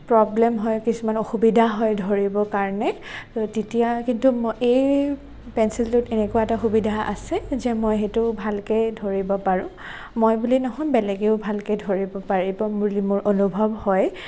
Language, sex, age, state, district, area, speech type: Assamese, female, 18-30, Assam, Nagaon, rural, spontaneous